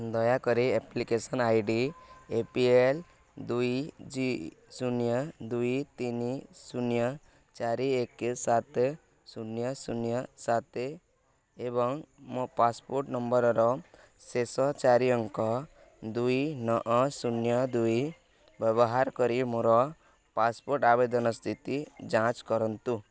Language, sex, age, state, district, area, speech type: Odia, male, 18-30, Odisha, Nuapada, rural, read